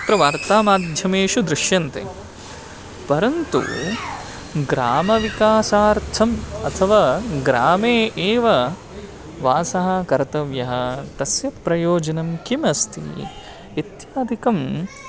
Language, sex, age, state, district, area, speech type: Sanskrit, male, 18-30, Karnataka, Bangalore Rural, rural, spontaneous